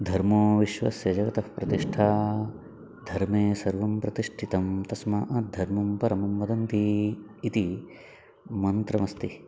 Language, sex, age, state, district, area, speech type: Sanskrit, male, 45-60, Karnataka, Uttara Kannada, rural, spontaneous